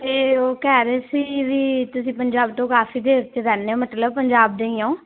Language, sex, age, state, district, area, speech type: Punjabi, female, 18-30, Punjab, Patiala, urban, conversation